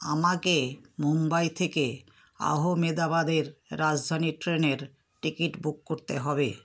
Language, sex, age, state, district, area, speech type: Bengali, female, 60+, West Bengal, North 24 Parganas, rural, read